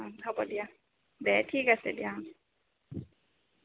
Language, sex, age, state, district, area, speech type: Assamese, female, 18-30, Assam, Goalpara, rural, conversation